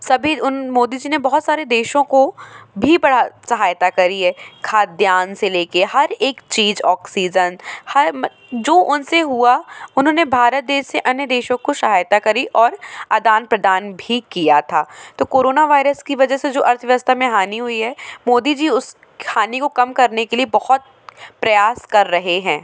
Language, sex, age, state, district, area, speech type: Hindi, female, 18-30, Madhya Pradesh, Jabalpur, urban, spontaneous